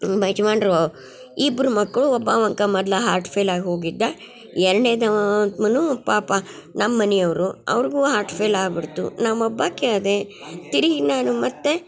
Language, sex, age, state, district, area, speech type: Kannada, female, 60+, Karnataka, Gadag, rural, spontaneous